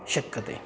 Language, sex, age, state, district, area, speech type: Sanskrit, male, 30-45, West Bengal, North 24 Parganas, urban, spontaneous